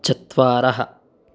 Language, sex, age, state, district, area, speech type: Sanskrit, male, 18-30, Karnataka, Chikkamagaluru, urban, read